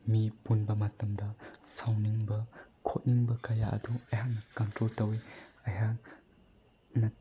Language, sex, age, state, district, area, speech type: Manipuri, male, 18-30, Manipur, Bishnupur, rural, spontaneous